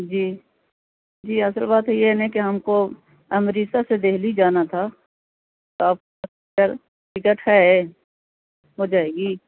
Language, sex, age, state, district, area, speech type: Urdu, female, 45-60, Bihar, Gaya, urban, conversation